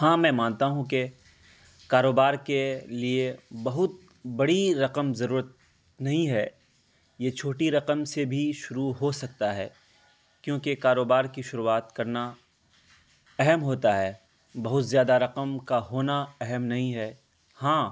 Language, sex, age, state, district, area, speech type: Urdu, male, 18-30, Bihar, Araria, rural, spontaneous